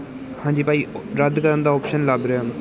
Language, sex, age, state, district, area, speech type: Punjabi, male, 18-30, Punjab, Gurdaspur, urban, spontaneous